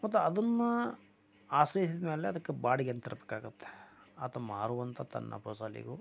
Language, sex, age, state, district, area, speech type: Kannada, male, 45-60, Karnataka, Koppal, rural, spontaneous